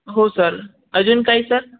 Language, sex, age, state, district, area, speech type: Marathi, male, 18-30, Maharashtra, Nagpur, urban, conversation